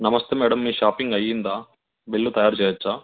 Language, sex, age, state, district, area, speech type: Telugu, male, 18-30, Andhra Pradesh, Sri Satya Sai, urban, conversation